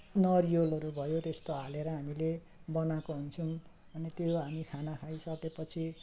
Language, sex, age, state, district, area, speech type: Nepali, female, 60+, West Bengal, Jalpaiguri, rural, spontaneous